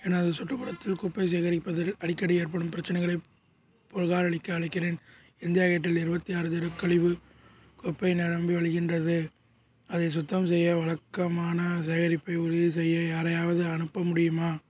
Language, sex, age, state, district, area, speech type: Tamil, male, 18-30, Tamil Nadu, Perambalur, rural, read